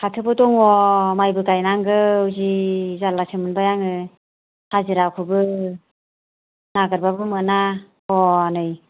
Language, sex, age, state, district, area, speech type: Bodo, female, 45-60, Assam, Kokrajhar, urban, conversation